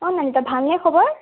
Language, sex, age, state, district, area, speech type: Assamese, female, 18-30, Assam, Sonitpur, rural, conversation